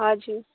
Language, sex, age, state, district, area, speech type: Nepali, female, 18-30, West Bengal, Kalimpong, rural, conversation